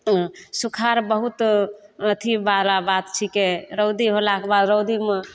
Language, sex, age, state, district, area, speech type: Maithili, female, 30-45, Bihar, Begusarai, rural, spontaneous